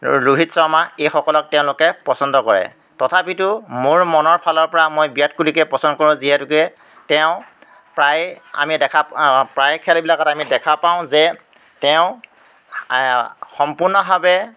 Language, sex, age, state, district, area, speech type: Assamese, male, 30-45, Assam, Majuli, urban, spontaneous